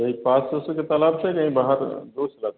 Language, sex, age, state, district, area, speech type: Hindi, male, 45-60, Uttar Pradesh, Varanasi, rural, conversation